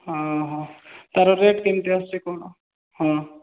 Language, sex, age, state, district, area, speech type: Odia, male, 30-45, Odisha, Kalahandi, rural, conversation